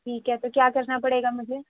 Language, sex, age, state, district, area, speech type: Urdu, female, 18-30, Delhi, North West Delhi, urban, conversation